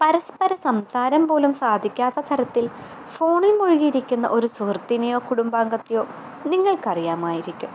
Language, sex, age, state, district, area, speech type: Malayalam, female, 18-30, Kerala, Kottayam, rural, spontaneous